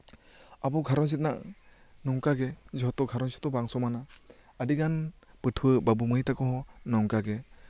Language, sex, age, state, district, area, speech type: Santali, male, 30-45, West Bengal, Bankura, rural, spontaneous